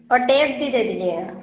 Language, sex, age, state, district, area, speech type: Urdu, female, 30-45, Uttar Pradesh, Lucknow, rural, conversation